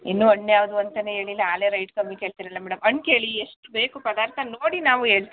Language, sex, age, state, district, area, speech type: Kannada, female, 30-45, Karnataka, Mandya, rural, conversation